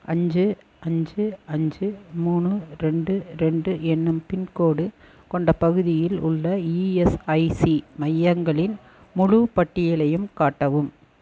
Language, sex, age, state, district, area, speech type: Tamil, female, 60+, Tamil Nadu, Erode, urban, read